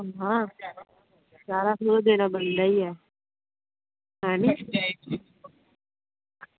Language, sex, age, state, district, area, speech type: Dogri, female, 18-30, Jammu and Kashmir, Jammu, rural, conversation